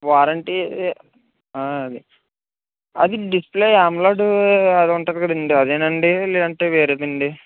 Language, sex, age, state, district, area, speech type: Telugu, male, 18-30, Andhra Pradesh, Konaseema, rural, conversation